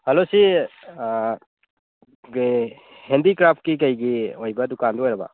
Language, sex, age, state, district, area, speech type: Manipuri, male, 18-30, Manipur, Churachandpur, rural, conversation